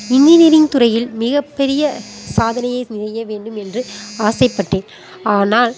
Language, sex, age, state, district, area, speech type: Tamil, female, 30-45, Tamil Nadu, Pudukkottai, rural, spontaneous